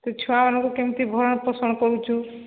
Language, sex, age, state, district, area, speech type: Odia, female, 45-60, Odisha, Sambalpur, rural, conversation